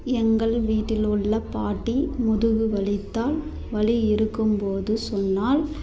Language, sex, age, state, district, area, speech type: Tamil, female, 30-45, Tamil Nadu, Dharmapuri, rural, spontaneous